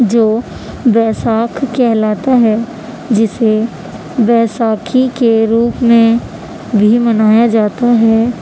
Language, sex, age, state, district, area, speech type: Urdu, female, 18-30, Uttar Pradesh, Gautam Buddha Nagar, rural, spontaneous